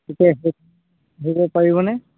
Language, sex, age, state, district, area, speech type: Assamese, male, 45-60, Assam, Dhemaji, rural, conversation